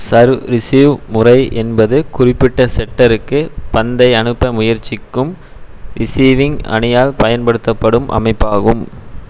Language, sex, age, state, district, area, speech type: Tamil, male, 18-30, Tamil Nadu, Erode, rural, read